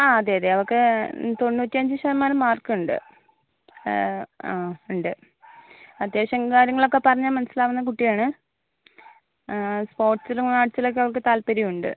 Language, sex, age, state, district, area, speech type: Malayalam, female, 60+, Kerala, Kozhikode, urban, conversation